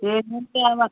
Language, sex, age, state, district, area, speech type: Telugu, female, 60+, Andhra Pradesh, West Godavari, rural, conversation